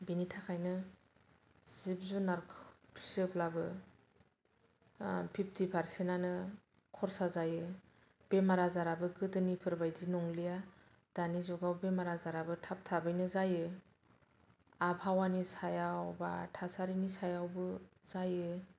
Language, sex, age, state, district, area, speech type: Bodo, female, 30-45, Assam, Kokrajhar, rural, spontaneous